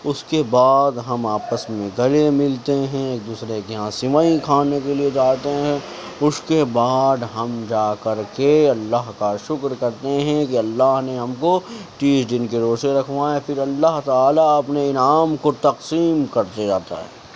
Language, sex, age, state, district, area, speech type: Urdu, male, 60+, Delhi, Central Delhi, urban, spontaneous